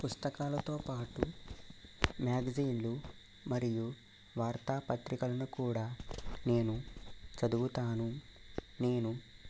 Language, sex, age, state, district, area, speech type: Telugu, male, 18-30, Andhra Pradesh, Eluru, urban, spontaneous